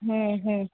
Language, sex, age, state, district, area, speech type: Bengali, female, 18-30, West Bengal, Murshidabad, rural, conversation